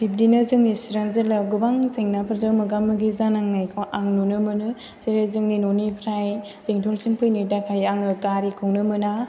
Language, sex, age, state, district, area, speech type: Bodo, female, 18-30, Assam, Chirang, rural, spontaneous